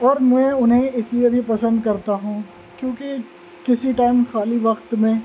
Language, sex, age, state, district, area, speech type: Urdu, male, 30-45, Delhi, North East Delhi, urban, spontaneous